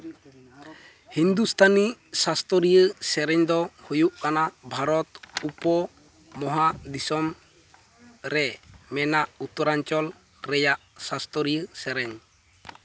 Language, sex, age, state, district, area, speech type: Santali, male, 30-45, West Bengal, Jhargram, rural, read